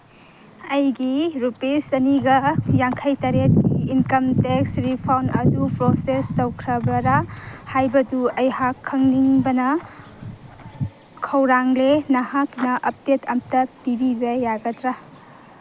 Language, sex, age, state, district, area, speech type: Manipuri, female, 18-30, Manipur, Kangpokpi, urban, read